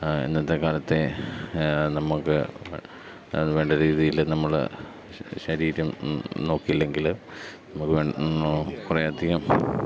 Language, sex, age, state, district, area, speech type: Malayalam, male, 30-45, Kerala, Pathanamthitta, urban, spontaneous